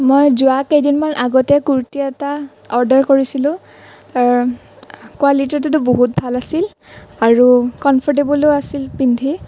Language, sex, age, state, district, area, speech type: Assamese, female, 18-30, Assam, Nalbari, rural, spontaneous